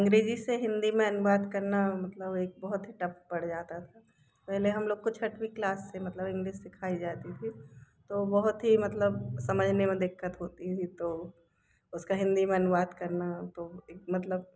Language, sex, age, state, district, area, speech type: Hindi, female, 30-45, Madhya Pradesh, Jabalpur, urban, spontaneous